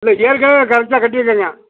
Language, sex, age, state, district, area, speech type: Tamil, male, 60+, Tamil Nadu, Madurai, rural, conversation